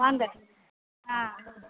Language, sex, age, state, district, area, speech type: Tamil, female, 60+, Tamil Nadu, Pudukkottai, rural, conversation